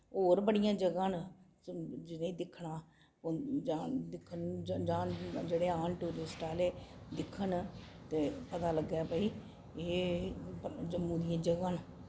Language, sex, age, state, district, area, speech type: Dogri, female, 60+, Jammu and Kashmir, Reasi, urban, spontaneous